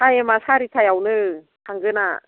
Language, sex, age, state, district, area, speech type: Bodo, female, 60+, Assam, Baksa, rural, conversation